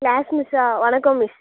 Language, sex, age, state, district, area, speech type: Tamil, female, 18-30, Tamil Nadu, Thoothukudi, urban, conversation